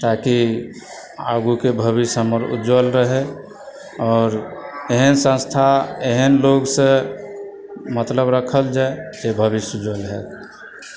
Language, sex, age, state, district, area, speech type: Maithili, male, 60+, Bihar, Supaul, urban, spontaneous